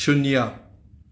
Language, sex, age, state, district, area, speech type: Manipuri, male, 30-45, Manipur, Imphal West, urban, read